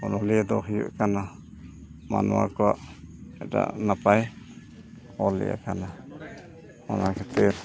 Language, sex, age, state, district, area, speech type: Santali, male, 45-60, Odisha, Mayurbhanj, rural, spontaneous